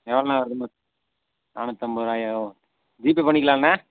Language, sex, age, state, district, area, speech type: Tamil, male, 30-45, Tamil Nadu, Madurai, urban, conversation